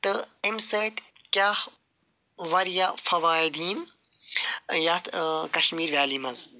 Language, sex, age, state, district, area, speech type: Kashmiri, male, 45-60, Jammu and Kashmir, Ganderbal, urban, spontaneous